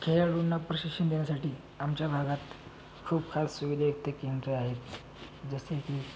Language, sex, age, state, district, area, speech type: Marathi, male, 18-30, Maharashtra, Buldhana, urban, spontaneous